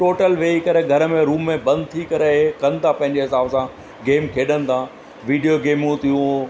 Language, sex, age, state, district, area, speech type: Sindhi, male, 45-60, Gujarat, Surat, urban, spontaneous